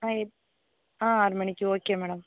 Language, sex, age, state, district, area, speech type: Tamil, female, 45-60, Tamil Nadu, Sivaganga, urban, conversation